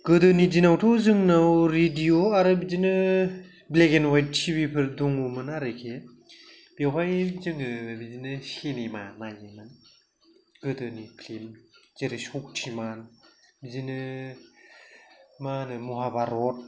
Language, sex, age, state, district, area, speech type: Bodo, male, 30-45, Assam, Kokrajhar, rural, spontaneous